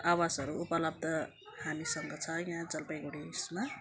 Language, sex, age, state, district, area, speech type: Nepali, female, 45-60, West Bengal, Jalpaiguri, urban, spontaneous